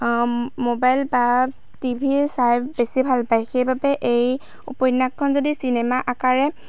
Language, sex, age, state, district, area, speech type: Assamese, female, 18-30, Assam, Lakhimpur, rural, spontaneous